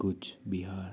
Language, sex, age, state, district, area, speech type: Nepali, male, 30-45, West Bengal, Kalimpong, rural, spontaneous